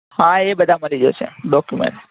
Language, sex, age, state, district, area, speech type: Gujarati, male, 18-30, Gujarat, Ahmedabad, urban, conversation